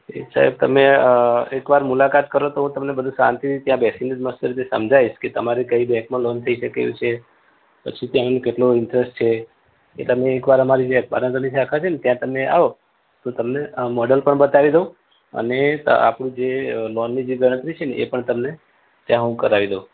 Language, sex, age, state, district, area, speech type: Gujarati, male, 30-45, Gujarat, Ahmedabad, urban, conversation